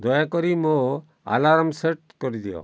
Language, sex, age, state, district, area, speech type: Odia, male, 60+, Odisha, Kalahandi, rural, read